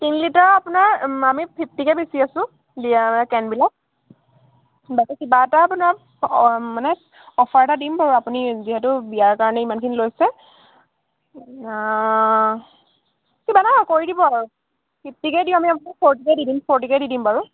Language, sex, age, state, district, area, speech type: Assamese, female, 18-30, Assam, Golaghat, urban, conversation